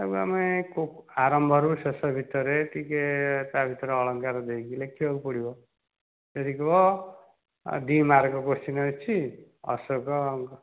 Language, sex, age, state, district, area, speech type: Odia, male, 45-60, Odisha, Dhenkanal, rural, conversation